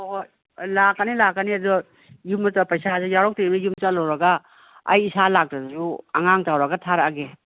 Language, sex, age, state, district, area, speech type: Manipuri, female, 60+, Manipur, Imphal West, urban, conversation